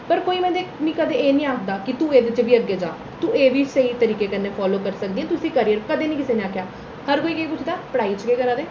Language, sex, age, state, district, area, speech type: Dogri, female, 18-30, Jammu and Kashmir, Reasi, urban, spontaneous